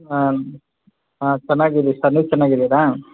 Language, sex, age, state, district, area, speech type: Kannada, male, 18-30, Karnataka, Kolar, rural, conversation